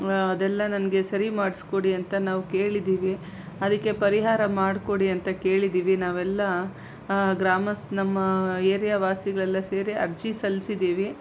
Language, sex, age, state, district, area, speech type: Kannada, female, 60+, Karnataka, Kolar, rural, spontaneous